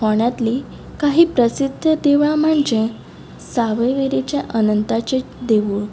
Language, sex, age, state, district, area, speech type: Goan Konkani, female, 18-30, Goa, Ponda, rural, spontaneous